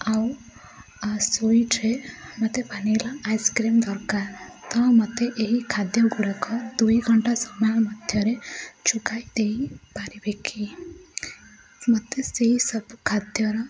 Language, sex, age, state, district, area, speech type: Odia, female, 18-30, Odisha, Ganjam, urban, spontaneous